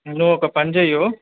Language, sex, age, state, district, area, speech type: Telugu, male, 30-45, Andhra Pradesh, Krishna, urban, conversation